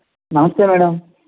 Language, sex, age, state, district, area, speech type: Telugu, male, 45-60, Andhra Pradesh, Konaseema, rural, conversation